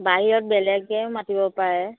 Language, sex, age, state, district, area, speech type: Assamese, female, 30-45, Assam, Biswanath, rural, conversation